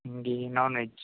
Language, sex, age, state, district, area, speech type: Kannada, male, 18-30, Karnataka, Udupi, rural, conversation